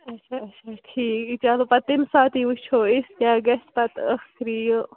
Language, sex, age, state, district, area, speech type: Kashmiri, female, 18-30, Jammu and Kashmir, Bandipora, rural, conversation